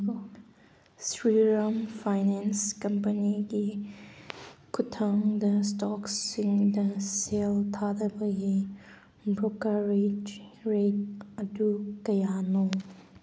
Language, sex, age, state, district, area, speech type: Manipuri, female, 18-30, Manipur, Kangpokpi, urban, read